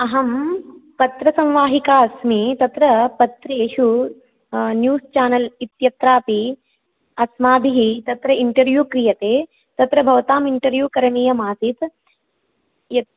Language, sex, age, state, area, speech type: Sanskrit, female, 30-45, Rajasthan, rural, conversation